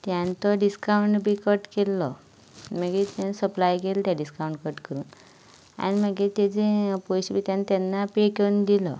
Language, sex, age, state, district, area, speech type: Goan Konkani, female, 18-30, Goa, Canacona, rural, spontaneous